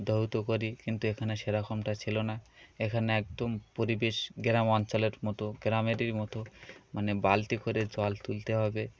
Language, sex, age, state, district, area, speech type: Bengali, male, 30-45, West Bengal, Birbhum, urban, spontaneous